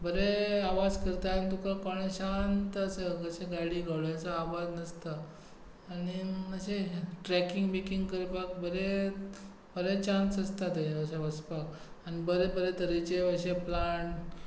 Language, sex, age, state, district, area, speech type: Goan Konkani, male, 45-60, Goa, Tiswadi, rural, spontaneous